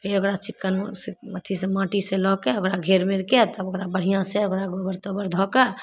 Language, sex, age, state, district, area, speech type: Maithili, female, 30-45, Bihar, Samastipur, rural, spontaneous